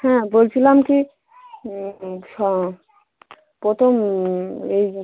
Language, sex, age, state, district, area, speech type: Bengali, female, 18-30, West Bengal, Dakshin Dinajpur, urban, conversation